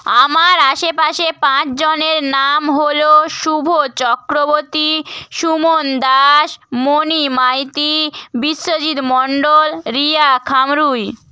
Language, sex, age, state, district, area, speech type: Bengali, female, 18-30, West Bengal, Purba Medinipur, rural, spontaneous